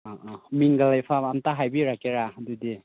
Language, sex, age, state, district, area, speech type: Manipuri, male, 30-45, Manipur, Chandel, rural, conversation